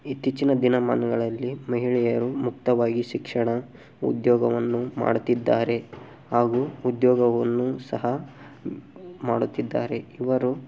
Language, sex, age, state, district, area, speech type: Kannada, male, 18-30, Karnataka, Tumkur, rural, spontaneous